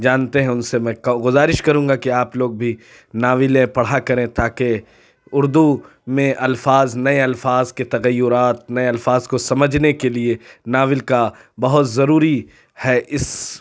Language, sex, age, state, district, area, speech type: Urdu, male, 45-60, Uttar Pradesh, Lucknow, urban, spontaneous